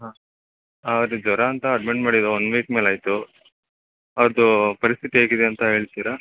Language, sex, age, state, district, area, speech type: Kannada, male, 60+, Karnataka, Bangalore Rural, rural, conversation